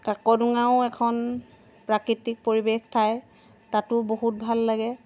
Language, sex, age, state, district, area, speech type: Assamese, female, 30-45, Assam, Jorhat, urban, spontaneous